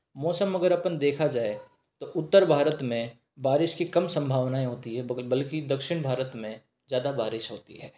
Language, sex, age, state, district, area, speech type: Hindi, male, 18-30, Rajasthan, Jaipur, urban, spontaneous